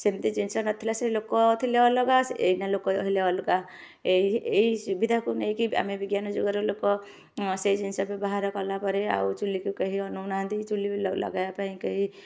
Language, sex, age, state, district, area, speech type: Odia, female, 45-60, Odisha, Kendujhar, urban, spontaneous